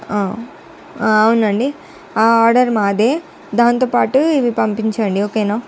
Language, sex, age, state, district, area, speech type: Telugu, female, 45-60, Andhra Pradesh, Visakhapatnam, rural, spontaneous